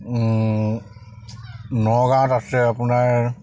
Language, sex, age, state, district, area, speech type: Assamese, male, 45-60, Assam, Charaideo, rural, spontaneous